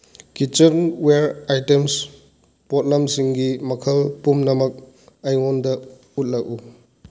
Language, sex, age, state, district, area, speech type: Manipuri, male, 45-60, Manipur, Chandel, rural, read